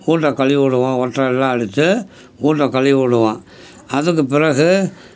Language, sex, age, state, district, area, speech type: Tamil, male, 60+, Tamil Nadu, Tiruchirappalli, rural, spontaneous